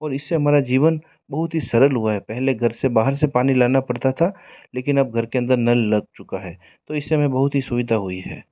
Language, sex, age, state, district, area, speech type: Hindi, male, 30-45, Rajasthan, Jodhpur, urban, spontaneous